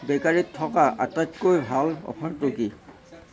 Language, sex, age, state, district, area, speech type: Assamese, male, 60+, Assam, Darrang, rural, read